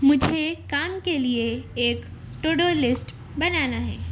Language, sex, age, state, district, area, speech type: Urdu, female, 18-30, Telangana, Hyderabad, rural, read